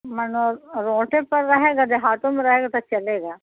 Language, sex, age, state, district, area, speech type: Urdu, female, 60+, Bihar, Gaya, urban, conversation